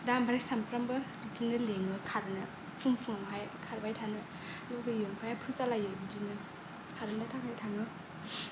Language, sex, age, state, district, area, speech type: Bodo, female, 18-30, Assam, Kokrajhar, rural, spontaneous